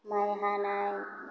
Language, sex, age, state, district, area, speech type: Bodo, female, 30-45, Assam, Chirang, urban, spontaneous